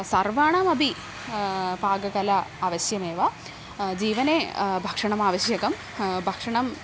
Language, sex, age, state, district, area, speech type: Sanskrit, female, 18-30, Kerala, Thrissur, urban, spontaneous